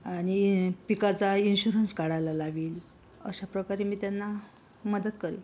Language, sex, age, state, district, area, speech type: Marathi, female, 45-60, Maharashtra, Yavatmal, rural, spontaneous